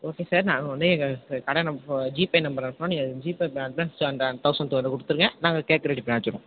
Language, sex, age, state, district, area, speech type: Tamil, male, 18-30, Tamil Nadu, Tiruvarur, urban, conversation